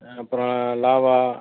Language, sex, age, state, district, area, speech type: Tamil, male, 30-45, Tamil Nadu, Tiruchirappalli, rural, conversation